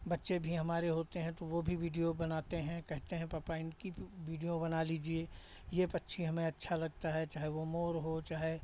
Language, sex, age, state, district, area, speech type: Hindi, male, 60+, Uttar Pradesh, Hardoi, rural, spontaneous